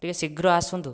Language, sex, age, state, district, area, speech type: Odia, male, 30-45, Odisha, Kandhamal, rural, spontaneous